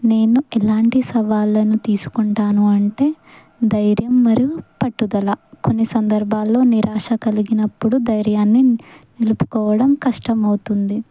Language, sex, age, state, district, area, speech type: Telugu, female, 18-30, Telangana, Sangareddy, rural, spontaneous